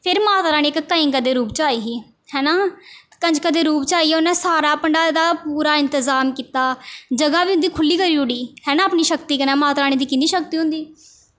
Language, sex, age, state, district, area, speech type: Dogri, female, 18-30, Jammu and Kashmir, Jammu, rural, spontaneous